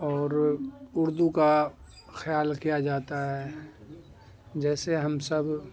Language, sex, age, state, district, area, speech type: Urdu, male, 45-60, Bihar, Khagaria, rural, spontaneous